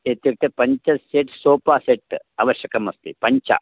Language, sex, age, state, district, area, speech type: Sanskrit, male, 45-60, Karnataka, Bangalore Urban, urban, conversation